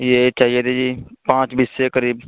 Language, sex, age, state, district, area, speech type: Urdu, male, 18-30, Uttar Pradesh, Saharanpur, urban, conversation